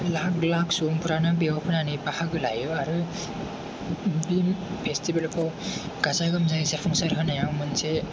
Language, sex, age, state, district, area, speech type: Bodo, male, 18-30, Assam, Kokrajhar, rural, spontaneous